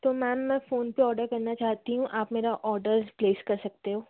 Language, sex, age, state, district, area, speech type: Hindi, female, 30-45, Madhya Pradesh, Jabalpur, urban, conversation